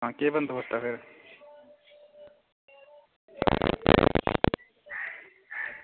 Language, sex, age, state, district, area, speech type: Dogri, male, 18-30, Jammu and Kashmir, Samba, rural, conversation